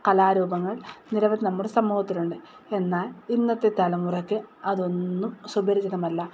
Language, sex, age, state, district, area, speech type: Malayalam, female, 30-45, Kerala, Wayanad, rural, spontaneous